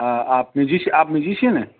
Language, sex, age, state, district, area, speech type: Hindi, male, 45-60, Madhya Pradesh, Gwalior, urban, conversation